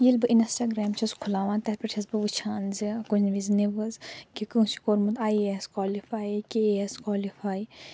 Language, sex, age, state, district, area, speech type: Kashmiri, female, 45-60, Jammu and Kashmir, Ganderbal, urban, spontaneous